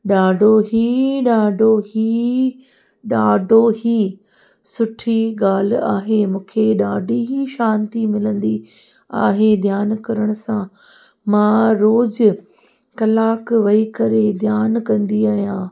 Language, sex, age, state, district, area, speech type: Sindhi, female, 30-45, Gujarat, Kutch, rural, spontaneous